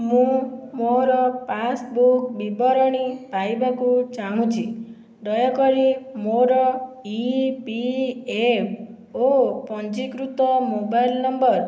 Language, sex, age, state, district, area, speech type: Odia, female, 45-60, Odisha, Khordha, rural, read